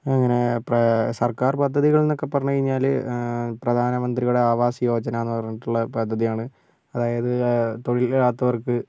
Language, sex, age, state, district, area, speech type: Malayalam, male, 45-60, Kerala, Wayanad, rural, spontaneous